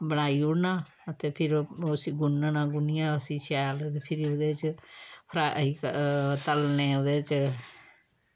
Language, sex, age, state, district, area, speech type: Dogri, female, 60+, Jammu and Kashmir, Samba, rural, spontaneous